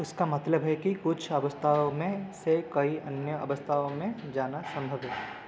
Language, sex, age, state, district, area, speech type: Hindi, male, 18-30, Madhya Pradesh, Seoni, urban, read